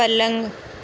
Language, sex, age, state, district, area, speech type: Hindi, female, 18-30, Rajasthan, Nagaur, urban, read